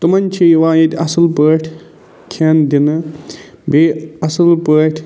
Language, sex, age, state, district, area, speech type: Kashmiri, male, 45-60, Jammu and Kashmir, Budgam, urban, spontaneous